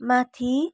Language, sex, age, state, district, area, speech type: Nepali, female, 30-45, West Bengal, Darjeeling, rural, read